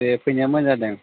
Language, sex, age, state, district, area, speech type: Bodo, male, 30-45, Assam, Kokrajhar, rural, conversation